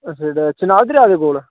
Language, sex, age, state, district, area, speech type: Dogri, male, 18-30, Jammu and Kashmir, Jammu, urban, conversation